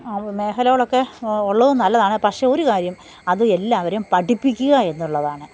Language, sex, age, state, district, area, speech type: Malayalam, female, 45-60, Kerala, Pathanamthitta, rural, spontaneous